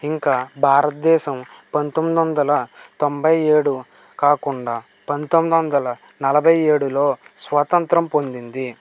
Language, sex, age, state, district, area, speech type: Telugu, male, 18-30, Andhra Pradesh, Kakinada, rural, spontaneous